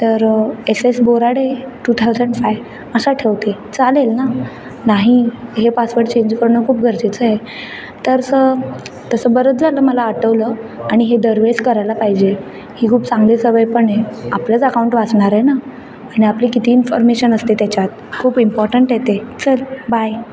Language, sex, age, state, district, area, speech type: Marathi, female, 18-30, Maharashtra, Mumbai City, urban, spontaneous